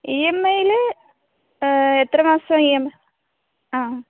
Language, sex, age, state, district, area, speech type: Malayalam, female, 30-45, Kerala, Palakkad, rural, conversation